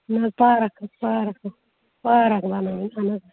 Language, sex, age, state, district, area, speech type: Kashmiri, female, 30-45, Jammu and Kashmir, Ganderbal, rural, conversation